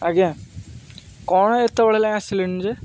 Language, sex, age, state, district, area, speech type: Odia, male, 18-30, Odisha, Jagatsinghpur, rural, spontaneous